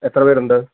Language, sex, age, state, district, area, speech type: Malayalam, male, 18-30, Kerala, Pathanamthitta, rural, conversation